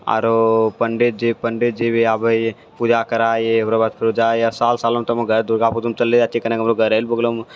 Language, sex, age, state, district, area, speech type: Maithili, male, 60+, Bihar, Purnia, rural, spontaneous